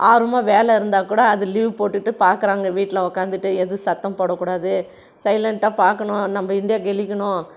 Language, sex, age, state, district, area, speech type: Tamil, female, 60+, Tamil Nadu, Krishnagiri, rural, spontaneous